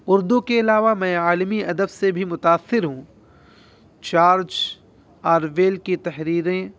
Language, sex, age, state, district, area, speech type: Urdu, male, 18-30, Uttar Pradesh, Muzaffarnagar, urban, spontaneous